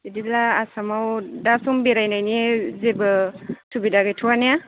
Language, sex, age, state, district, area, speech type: Bodo, female, 30-45, Assam, Chirang, urban, conversation